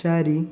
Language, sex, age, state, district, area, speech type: Odia, male, 18-30, Odisha, Balasore, rural, read